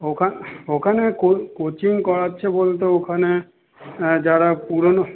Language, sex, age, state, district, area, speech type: Bengali, male, 45-60, West Bengal, Paschim Bardhaman, rural, conversation